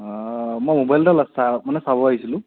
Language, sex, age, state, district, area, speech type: Assamese, male, 18-30, Assam, Sonitpur, rural, conversation